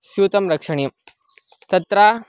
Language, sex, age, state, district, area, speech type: Sanskrit, male, 18-30, Karnataka, Mysore, urban, spontaneous